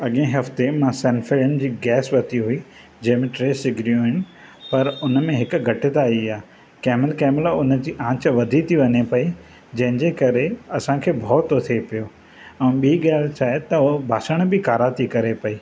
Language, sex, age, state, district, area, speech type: Sindhi, male, 45-60, Maharashtra, Thane, urban, spontaneous